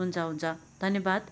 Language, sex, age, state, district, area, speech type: Nepali, female, 45-60, West Bengal, Darjeeling, rural, spontaneous